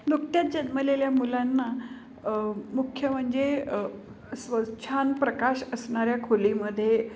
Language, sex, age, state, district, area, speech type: Marathi, female, 60+, Maharashtra, Pune, urban, spontaneous